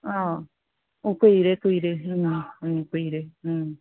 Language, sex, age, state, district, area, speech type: Manipuri, female, 60+, Manipur, Imphal East, rural, conversation